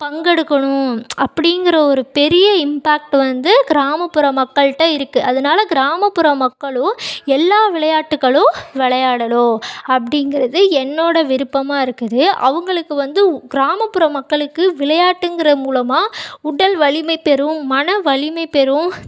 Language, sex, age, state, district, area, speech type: Tamil, female, 18-30, Tamil Nadu, Ariyalur, rural, spontaneous